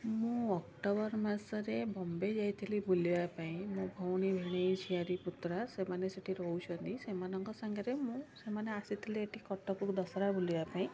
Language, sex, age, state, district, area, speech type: Odia, female, 45-60, Odisha, Cuttack, urban, spontaneous